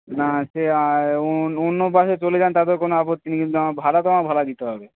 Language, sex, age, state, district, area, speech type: Bengali, male, 30-45, West Bengal, Darjeeling, rural, conversation